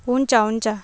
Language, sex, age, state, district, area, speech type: Nepali, female, 18-30, West Bengal, Darjeeling, rural, spontaneous